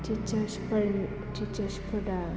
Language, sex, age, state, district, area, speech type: Bodo, female, 18-30, Assam, Chirang, urban, spontaneous